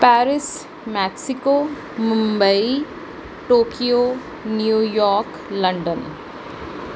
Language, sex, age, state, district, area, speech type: Punjabi, female, 18-30, Punjab, Pathankot, rural, spontaneous